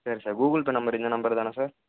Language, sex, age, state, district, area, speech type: Tamil, male, 30-45, Tamil Nadu, Tiruvarur, rural, conversation